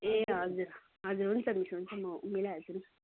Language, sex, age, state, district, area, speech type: Nepali, female, 45-60, West Bengal, Darjeeling, rural, conversation